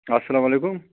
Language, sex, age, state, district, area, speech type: Kashmiri, male, 30-45, Jammu and Kashmir, Budgam, rural, conversation